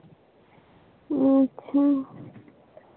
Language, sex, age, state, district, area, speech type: Santali, female, 18-30, West Bengal, Bankura, rural, conversation